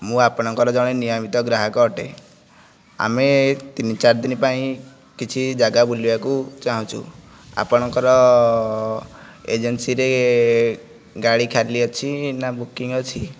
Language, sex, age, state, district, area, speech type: Odia, male, 18-30, Odisha, Nayagarh, rural, spontaneous